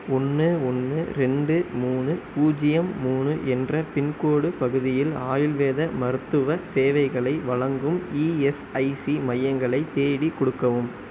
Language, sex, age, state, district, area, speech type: Tamil, male, 18-30, Tamil Nadu, Sivaganga, rural, read